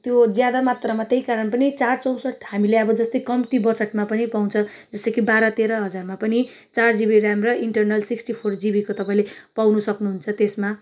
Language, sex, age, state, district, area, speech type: Nepali, female, 30-45, West Bengal, Darjeeling, urban, spontaneous